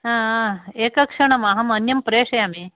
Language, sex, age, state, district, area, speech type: Sanskrit, female, 60+, Karnataka, Uttara Kannada, urban, conversation